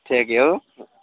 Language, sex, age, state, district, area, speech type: Gujarati, male, 18-30, Gujarat, Anand, rural, conversation